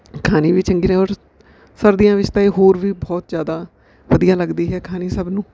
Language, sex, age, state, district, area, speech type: Punjabi, female, 45-60, Punjab, Bathinda, urban, spontaneous